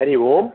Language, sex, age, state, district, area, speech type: Sanskrit, male, 60+, Tamil Nadu, Coimbatore, urban, conversation